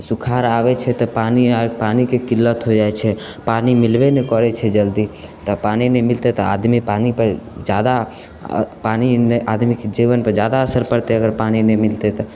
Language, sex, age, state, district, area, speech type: Maithili, male, 18-30, Bihar, Samastipur, urban, spontaneous